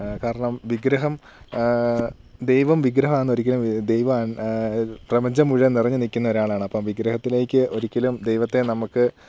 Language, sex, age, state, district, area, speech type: Malayalam, male, 18-30, Kerala, Idukki, rural, spontaneous